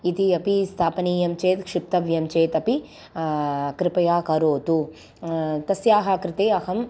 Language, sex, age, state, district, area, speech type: Sanskrit, female, 30-45, Tamil Nadu, Chennai, urban, spontaneous